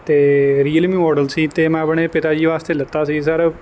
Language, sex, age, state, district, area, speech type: Punjabi, male, 18-30, Punjab, Kapurthala, rural, spontaneous